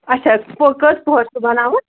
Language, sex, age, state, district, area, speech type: Kashmiri, female, 30-45, Jammu and Kashmir, Ganderbal, rural, conversation